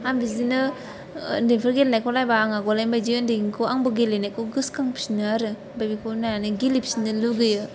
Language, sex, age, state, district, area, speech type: Bodo, female, 18-30, Assam, Kokrajhar, urban, spontaneous